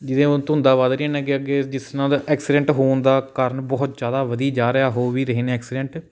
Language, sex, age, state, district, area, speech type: Punjabi, male, 18-30, Punjab, Patiala, urban, spontaneous